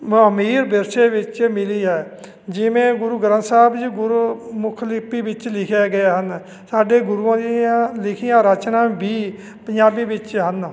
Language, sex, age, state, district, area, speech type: Punjabi, male, 45-60, Punjab, Fatehgarh Sahib, urban, spontaneous